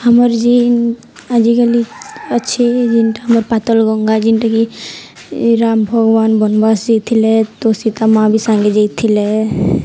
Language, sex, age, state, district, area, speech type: Odia, female, 18-30, Odisha, Nuapada, urban, spontaneous